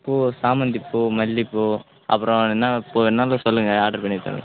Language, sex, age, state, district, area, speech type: Tamil, male, 18-30, Tamil Nadu, Tiruvannamalai, rural, conversation